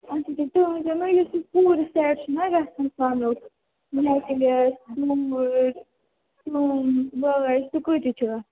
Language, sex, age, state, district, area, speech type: Kashmiri, female, 30-45, Jammu and Kashmir, Srinagar, urban, conversation